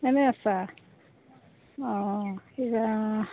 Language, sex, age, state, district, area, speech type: Assamese, female, 45-60, Assam, Goalpara, urban, conversation